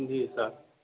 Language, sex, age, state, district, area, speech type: Maithili, male, 30-45, Bihar, Sitamarhi, urban, conversation